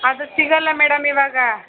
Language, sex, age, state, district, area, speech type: Kannada, female, 30-45, Karnataka, Chamarajanagar, rural, conversation